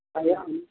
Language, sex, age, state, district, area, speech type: Odia, male, 45-60, Odisha, Nuapada, urban, conversation